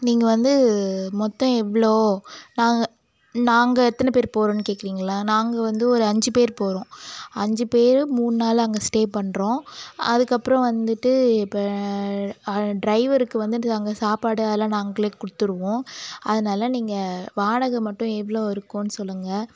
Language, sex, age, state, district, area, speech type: Tamil, female, 45-60, Tamil Nadu, Cuddalore, rural, spontaneous